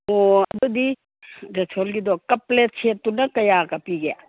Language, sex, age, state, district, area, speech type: Manipuri, female, 60+, Manipur, Imphal East, rural, conversation